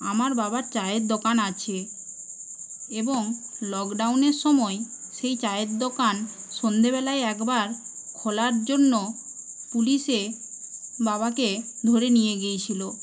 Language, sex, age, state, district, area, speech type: Bengali, female, 18-30, West Bengal, Paschim Medinipur, rural, spontaneous